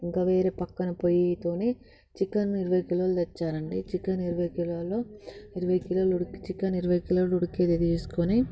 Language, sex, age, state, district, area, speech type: Telugu, female, 18-30, Telangana, Hyderabad, rural, spontaneous